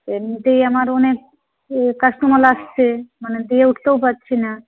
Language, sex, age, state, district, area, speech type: Bengali, female, 60+, West Bengal, Jhargram, rural, conversation